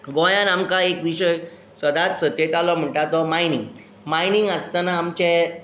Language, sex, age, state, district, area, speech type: Goan Konkani, male, 18-30, Goa, Tiswadi, rural, spontaneous